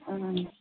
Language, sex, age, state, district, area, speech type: Bodo, female, 45-60, Assam, Udalguri, rural, conversation